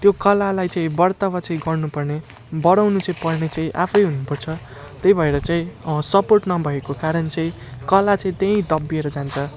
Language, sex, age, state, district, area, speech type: Nepali, male, 18-30, West Bengal, Jalpaiguri, rural, spontaneous